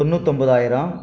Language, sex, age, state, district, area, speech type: Tamil, male, 60+, Tamil Nadu, Krishnagiri, rural, spontaneous